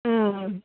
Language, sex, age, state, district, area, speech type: Kannada, female, 45-60, Karnataka, Dakshina Kannada, rural, conversation